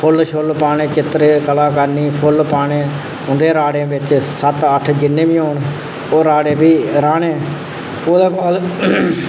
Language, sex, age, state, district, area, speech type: Dogri, male, 30-45, Jammu and Kashmir, Reasi, rural, spontaneous